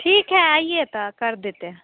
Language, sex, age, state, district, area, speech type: Hindi, female, 30-45, Bihar, Samastipur, rural, conversation